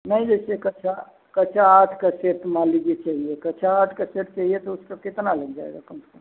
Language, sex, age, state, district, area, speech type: Hindi, male, 45-60, Uttar Pradesh, Azamgarh, rural, conversation